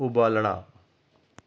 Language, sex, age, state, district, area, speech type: Punjabi, male, 45-60, Punjab, Amritsar, urban, read